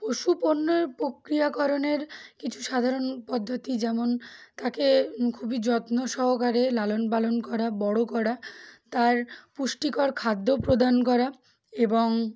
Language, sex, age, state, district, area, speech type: Bengali, female, 18-30, West Bengal, Uttar Dinajpur, urban, spontaneous